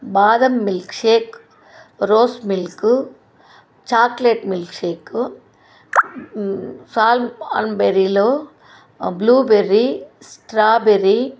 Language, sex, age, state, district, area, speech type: Telugu, female, 45-60, Andhra Pradesh, Chittoor, rural, spontaneous